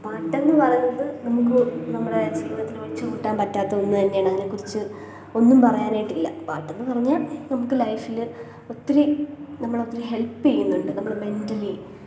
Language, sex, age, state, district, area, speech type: Malayalam, female, 18-30, Kerala, Pathanamthitta, urban, spontaneous